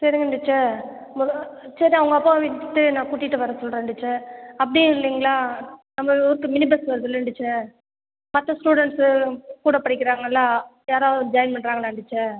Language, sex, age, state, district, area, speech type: Tamil, female, 30-45, Tamil Nadu, Ariyalur, rural, conversation